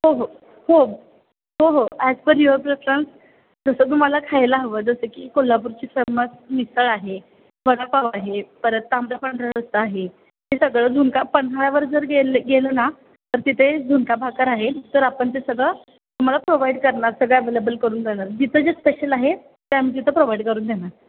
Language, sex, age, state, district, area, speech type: Marathi, female, 18-30, Maharashtra, Kolhapur, urban, conversation